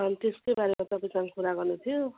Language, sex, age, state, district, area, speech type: Nepali, female, 30-45, West Bengal, Jalpaiguri, urban, conversation